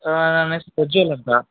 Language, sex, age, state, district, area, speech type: Kannada, male, 60+, Karnataka, Bangalore Urban, urban, conversation